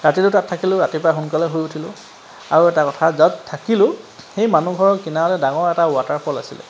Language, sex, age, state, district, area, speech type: Assamese, male, 30-45, Assam, Charaideo, urban, spontaneous